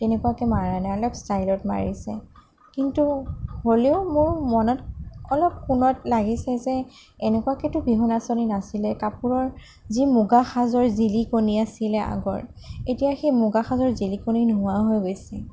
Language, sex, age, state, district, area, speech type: Assamese, female, 45-60, Assam, Sonitpur, rural, spontaneous